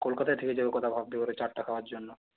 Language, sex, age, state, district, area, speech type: Bengali, male, 18-30, West Bengal, Purulia, rural, conversation